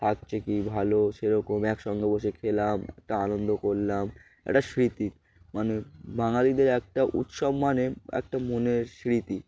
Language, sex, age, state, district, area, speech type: Bengali, male, 18-30, West Bengal, Darjeeling, urban, spontaneous